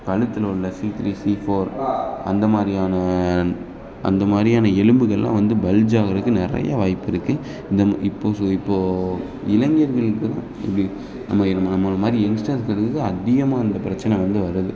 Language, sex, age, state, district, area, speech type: Tamil, male, 18-30, Tamil Nadu, Perambalur, rural, spontaneous